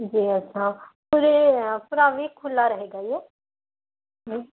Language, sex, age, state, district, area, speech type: Urdu, female, 18-30, Telangana, Hyderabad, urban, conversation